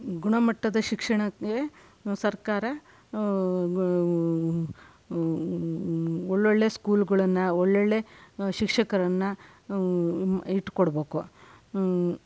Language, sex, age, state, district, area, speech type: Kannada, female, 60+, Karnataka, Shimoga, rural, spontaneous